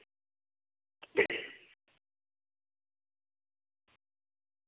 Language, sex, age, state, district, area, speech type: Dogri, female, 45-60, Jammu and Kashmir, Udhampur, urban, conversation